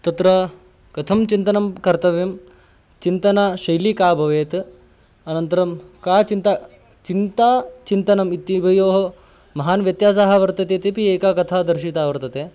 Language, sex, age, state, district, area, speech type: Sanskrit, male, 18-30, Karnataka, Haveri, urban, spontaneous